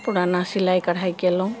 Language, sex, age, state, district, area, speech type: Maithili, female, 60+, Bihar, Sitamarhi, rural, spontaneous